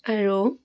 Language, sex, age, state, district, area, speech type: Assamese, female, 18-30, Assam, Dibrugarh, urban, spontaneous